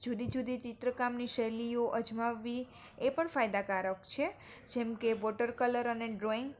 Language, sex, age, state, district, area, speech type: Gujarati, female, 18-30, Gujarat, Junagadh, urban, spontaneous